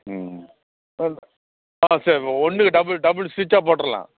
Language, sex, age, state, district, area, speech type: Tamil, male, 45-60, Tamil Nadu, Thanjavur, urban, conversation